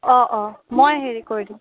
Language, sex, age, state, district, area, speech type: Assamese, female, 18-30, Assam, Morigaon, rural, conversation